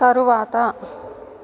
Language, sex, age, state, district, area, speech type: Telugu, female, 45-60, Andhra Pradesh, East Godavari, rural, read